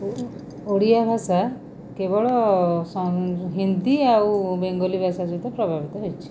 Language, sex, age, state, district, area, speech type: Odia, female, 45-60, Odisha, Rayagada, rural, spontaneous